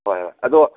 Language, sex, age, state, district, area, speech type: Manipuri, male, 60+, Manipur, Kangpokpi, urban, conversation